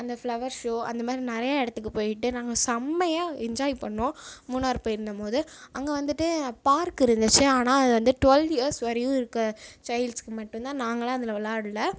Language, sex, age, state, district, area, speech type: Tamil, female, 18-30, Tamil Nadu, Ariyalur, rural, spontaneous